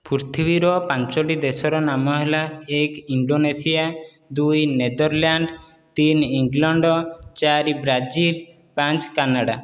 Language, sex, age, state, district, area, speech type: Odia, male, 18-30, Odisha, Dhenkanal, rural, spontaneous